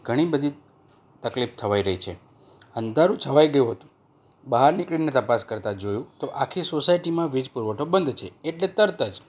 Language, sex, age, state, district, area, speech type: Gujarati, male, 45-60, Gujarat, Anand, urban, spontaneous